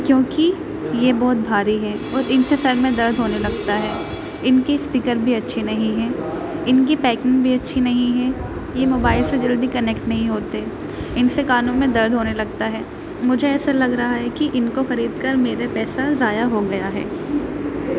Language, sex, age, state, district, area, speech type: Urdu, female, 30-45, Uttar Pradesh, Aligarh, rural, spontaneous